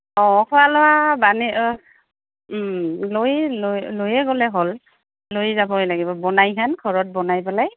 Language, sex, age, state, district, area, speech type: Assamese, female, 18-30, Assam, Goalpara, rural, conversation